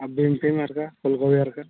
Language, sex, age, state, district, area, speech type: Odia, male, 18-30, Odisha, Mayurbhanj, rural, conversation